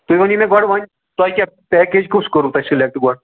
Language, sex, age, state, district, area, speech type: Kashmiri, male, 45-60, Jammu and Kashmir, Srinagar, urban, conversation